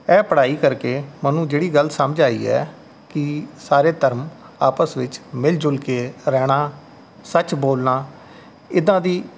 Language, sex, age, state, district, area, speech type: Punjabi, male, 45-60, Punjab, Rupnagar, rural, spontaneous